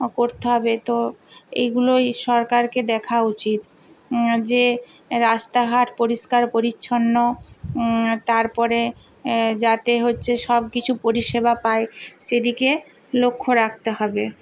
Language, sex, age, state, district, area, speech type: Bengali, female, 60+, West Bengal, Purba Medinipur, rural, spontaneous